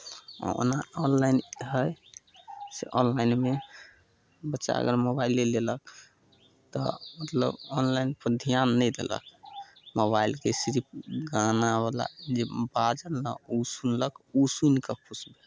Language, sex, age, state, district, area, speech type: Maithili, male, 18-30, Bihar, Samastipur, rural, spontaneous